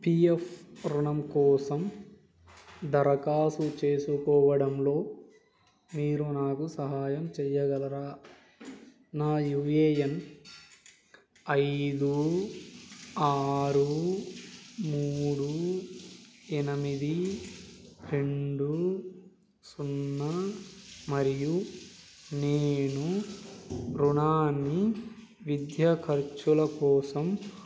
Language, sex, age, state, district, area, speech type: Telugu, male, 18-30, Andhra Pradesh, Nellore, urban, read